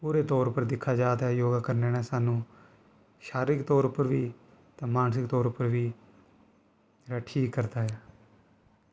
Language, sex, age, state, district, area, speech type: Dogri, male, 18-30, Jammu and Kashmir, Kathua, rural, spontaneous